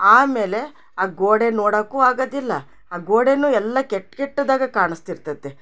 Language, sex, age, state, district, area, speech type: Kannada, female, 60+, Karnataka, Chitradurga, rural, spontaneous